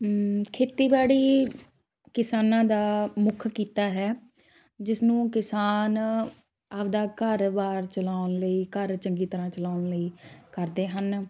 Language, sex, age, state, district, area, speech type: Punjabi, female, 18-30, Punjab, Muktsar, rural, spontaneous